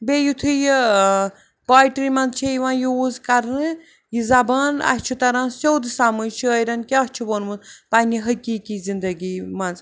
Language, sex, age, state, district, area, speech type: Kashmiri, female, 30-45, Jammu and Kashmir, Srinagar, urban, spontaneous